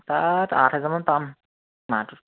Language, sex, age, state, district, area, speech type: Assamese, male, 18-30, Assam, Dibrugarh, urban, conversation